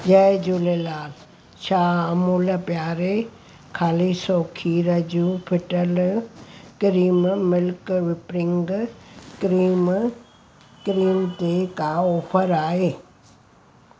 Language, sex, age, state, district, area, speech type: Sindhi, female, 60+, Gujarat, Surat, urban, read